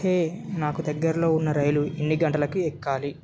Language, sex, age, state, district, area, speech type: Telugu, male, 18-30, Telangana, Medchal, urban, read